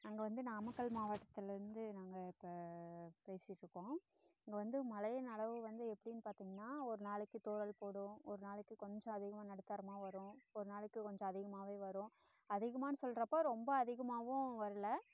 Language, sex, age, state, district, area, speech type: Tamil, female, 30-45, Tamil Nadu, Namakkal, rural, spontaneous